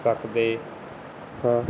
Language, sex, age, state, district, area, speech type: Punjabi, male, 30-45, Punjab, Fazilka, rural, read